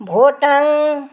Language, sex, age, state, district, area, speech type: Nepali, female, 60+, West Bengal, Jalpaiguri, rural, spontaneous